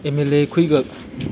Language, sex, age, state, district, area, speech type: Manipuri, male, 18-30, Manipur, Chandel, rural, spontaneous